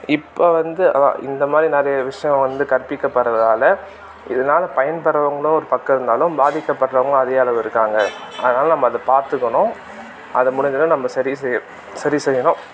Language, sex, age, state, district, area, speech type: Tamil, male, 18-30, Tamil Nadu, Tiruvannamalai, rural, spontaneous